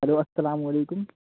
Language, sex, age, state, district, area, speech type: Urdu, male, 45-60, Uttar Pradesh, Aligarh, rural, conversation